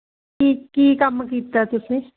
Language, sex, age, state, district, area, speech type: Punjabi, female, 60+, Punjab, Barnala, rural, conversation